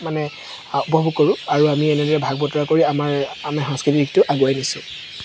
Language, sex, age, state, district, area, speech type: Assamese, male, 18-30, Assam, Tinsukia, urban, spontaneous